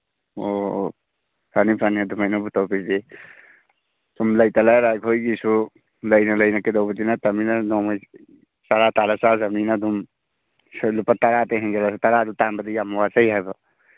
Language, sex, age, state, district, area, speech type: Manipuri, male, 18-30, Manipur, Churachandpur, rural, conversation